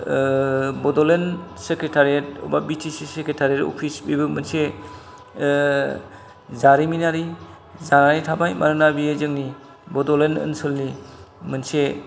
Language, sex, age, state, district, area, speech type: Bodo, male, 45-60, Assam, Kokrajhar, rural, spontaneous